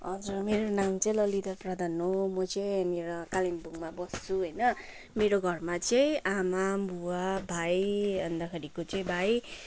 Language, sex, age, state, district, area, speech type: Nepali, female, 30-45, West Bengal, Kalimpong, rural, spontaneous